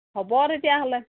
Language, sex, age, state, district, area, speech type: Assamese, female, 30-45, Assam, Golaghat, rural, conversation